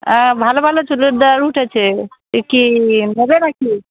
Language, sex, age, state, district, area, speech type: Bengali, female, 30-45, West Bengal, Darjeeling, urban, conversation